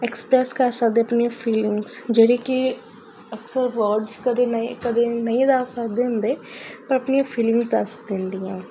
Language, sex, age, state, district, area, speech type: Punjabi, female, 18-30, Punjab, Faridkot, urban, spontaneous